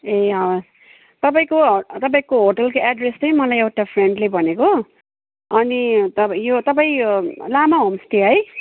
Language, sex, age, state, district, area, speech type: Nepali, female, 30-45, West Bengal, Kalimpong, rural, conversation